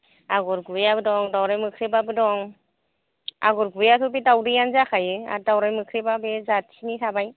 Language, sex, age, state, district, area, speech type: Bodo, female, 45-60, Assam, Kokrajhar, urban, conversation